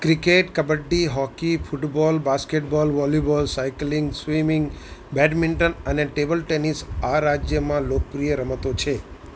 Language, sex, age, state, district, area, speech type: Gujarati, male, 45-60, Gujarat, Ahmedabad, urban, read